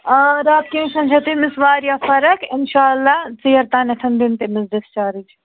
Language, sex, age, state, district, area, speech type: Kashmiri, male, 18-30, Jammu and Kashmir, Budgam, rural, conversation